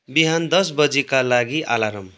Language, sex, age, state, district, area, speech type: Nepali, male, 30-45, West Bengal, Kalimpong, rural, read